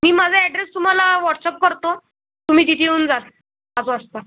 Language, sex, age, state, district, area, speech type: Marathi, male, 30-45, Maharashtra, Buldhana, rural, conversation